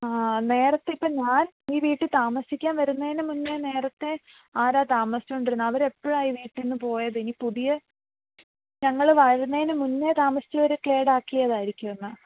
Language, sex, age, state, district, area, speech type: Malayalam, female, 18-30, Kerala, Pathanamthitta, rural, conversation